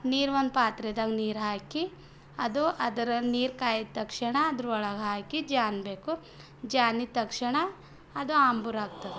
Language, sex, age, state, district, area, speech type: Kannada, female, 18-30, Karnataka, Bidar, urban, spontaneous